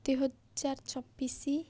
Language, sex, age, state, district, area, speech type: Odia, female, 18-30, Odisha, Nabarangpur, urban, spontaneous